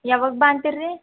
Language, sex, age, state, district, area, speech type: Kannada, female, 18-30, Karnataka, Bidar, urban, conversation